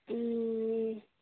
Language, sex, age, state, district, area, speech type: Nepali, female, 18-30, West Bengal, Kalimpong, rural, conversation